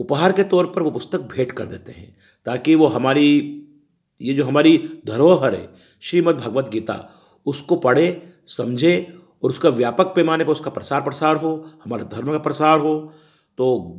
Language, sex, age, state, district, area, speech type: Hindi, male, 45-60, Madhya Pradesh, Ujjain, rural, spontaneous